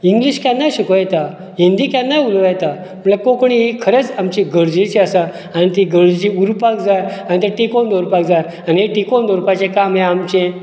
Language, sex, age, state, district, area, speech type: Goan Konkani, male, 45-60, Goa, Bardez, rural, spontaneous